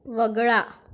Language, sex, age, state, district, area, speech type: Marathi, female, 18-30, Maharashtra, Wardha, rural, read